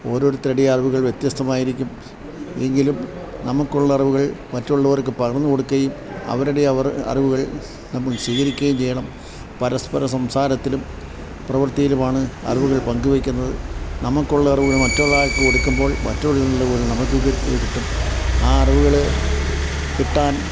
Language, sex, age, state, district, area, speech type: Malayalam, male, 60+, Kerala, Idukki, rural, spontaneous